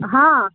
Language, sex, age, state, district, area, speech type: Urdu, male, 45-60, Maharashtra, Nashik, urban, conversation